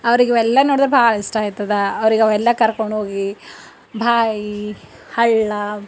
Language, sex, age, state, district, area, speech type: Kannada, female, 30-45, Karnataka, Bidar, rural, spontaneous